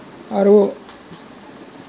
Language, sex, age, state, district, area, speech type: Assamese, male, 45-60, Assam, Nalbari, rural, spontaneous